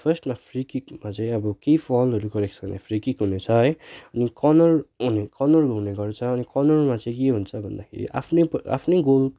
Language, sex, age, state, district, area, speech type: Nepali, male, 18-30, West Bengal, Darjeeling, rural, spontaneous